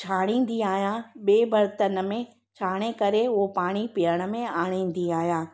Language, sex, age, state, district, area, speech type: Sindhi, female, 30-45, Gujarat, Junagadh, rural, spontaneous